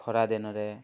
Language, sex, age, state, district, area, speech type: Odia, male, 18-30, Odisha, Koraput, urban, spontaneous